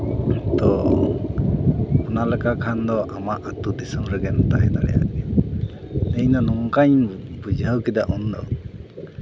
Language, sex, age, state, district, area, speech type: Santali, male, 45-60, West Bengal, Purulia, rural, spontaneous